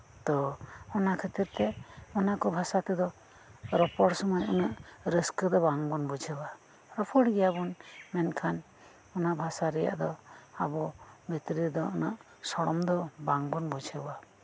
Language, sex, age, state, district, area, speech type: Santali, female, 45-60, West Bengal, Birbhum, rural, spontaneous